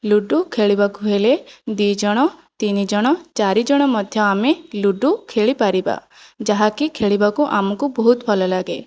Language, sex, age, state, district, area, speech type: Odia, female, 18-30, Odisha, Jajpur, rural, spontaneous